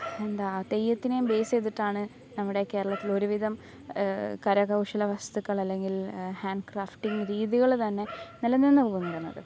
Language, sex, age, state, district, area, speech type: Malayalam, female, 18-30, Kerala, Alappuzha, rural, spontaneous